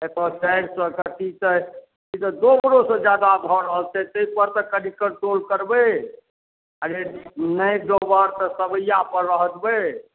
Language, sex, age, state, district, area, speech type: Maithili, male, 45-60, Bihar, Darbhanga, rural, conversation